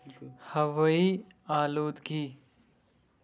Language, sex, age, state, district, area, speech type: Kashmiri, male, 18-30, Jammu and Kashmir, Pulwama, urban, read